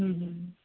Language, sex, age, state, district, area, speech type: Urdu, male, 30-45, Delhi, South Delhi, urban, conversation